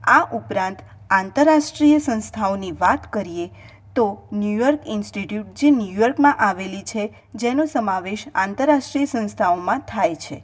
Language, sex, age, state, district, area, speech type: Gujarati, female, 18-30, Gujarat, Mehsana, rural, spontaneous